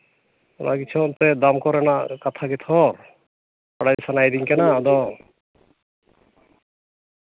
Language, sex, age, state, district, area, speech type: Santali, male, 45-60, West Bengal, Malda, rural, conversation